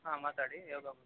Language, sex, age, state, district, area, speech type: Kannada, male, 30-45, Karnataka, Bangalore Rural, urban, conversation